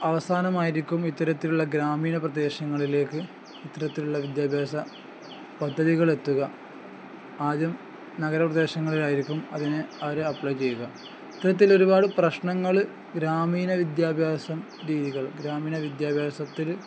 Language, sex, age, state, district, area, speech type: Malayalam, male, 18-30, Kerala, Kozhikode, rural, spontaneous